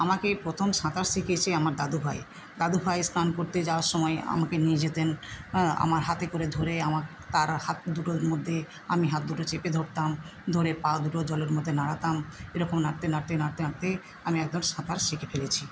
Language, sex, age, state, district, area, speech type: Bengali, female, 60+, West Bengal, Jhargram, rural, spontaneous